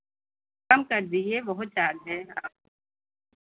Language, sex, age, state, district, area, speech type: Hindi, female, 60+, Uttar Pradesh, Lucknow, rural, conversation